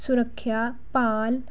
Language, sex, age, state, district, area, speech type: Punjabi, female, 18-30, Punjab, Pathankot, urban, spontaneous